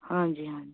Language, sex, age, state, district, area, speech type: Kashmiri, male, 18-30, Jammu and Kashmir, Kupwara, rural, conversation